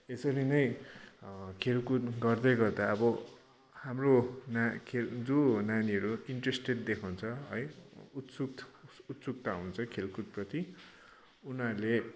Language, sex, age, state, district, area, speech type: Nepali, male, 18-30, West Bengal, Kalimpong, rural, spontaneous